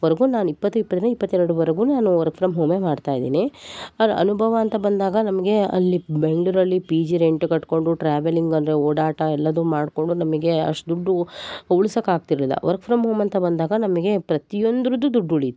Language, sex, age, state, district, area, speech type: Kannada, female, 18-30, Karnataka, Shimoga, rural, spontaneous